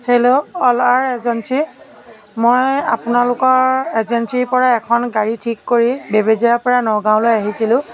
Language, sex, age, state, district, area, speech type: Assamese, female, 30-45, Assam, Nagaon, rural, spontaneous